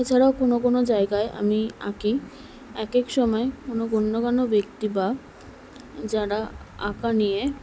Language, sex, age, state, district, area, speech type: Bengali, female, 30-45, West Bengal, Kolkata, urban, spontaneous